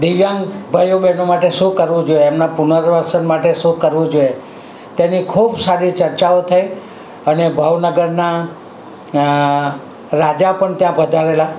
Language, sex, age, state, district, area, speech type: Gujarati, male, 60+, Gujarat, Valsad, urban, spontaneous